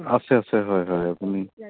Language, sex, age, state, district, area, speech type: Assamese, male, 45-60, Assam, Dibrugarh, rural, conversation